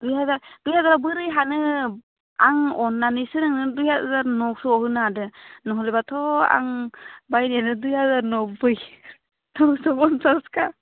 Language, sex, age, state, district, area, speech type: Bodo, female, 18-30, Assam, Udalguri, urban, conversation